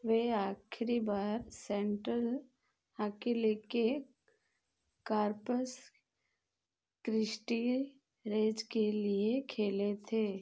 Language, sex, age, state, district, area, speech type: Hindi, female, 45-60, Madhya Pradesh, Chhindwara, rural, read